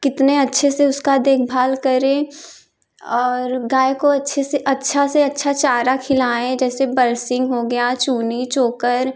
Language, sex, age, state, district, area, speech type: Hindi, female, 18-30, Uttar Pradesh, Jaunpur, urban, spontaneous